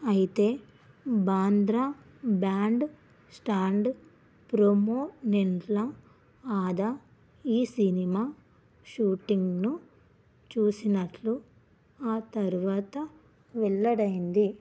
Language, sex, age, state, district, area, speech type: Telugu, female, 30-45, Telangana, Karimnagar, rural, read